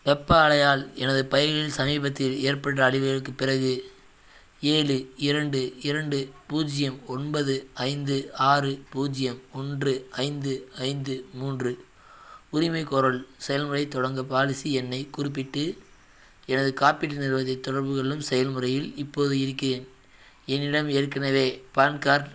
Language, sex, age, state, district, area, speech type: Tamil, male, 18-30, Tamil Nadu, Madurai, rural, read